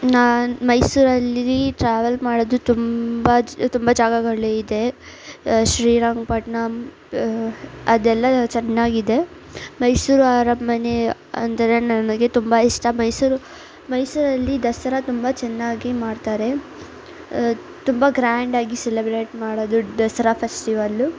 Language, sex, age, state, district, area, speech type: Kannada, female, 18-30, Karnataka, Mysore, urban, spontaneous